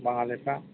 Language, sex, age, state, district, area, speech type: Bodo, male, 45-60, Assam, Kokrajhar, urban, conversation